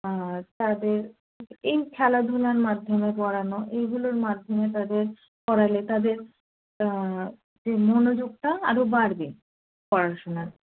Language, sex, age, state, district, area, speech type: Bengali, female, 18-30, West Bengal, Darjeeling, rural, conversation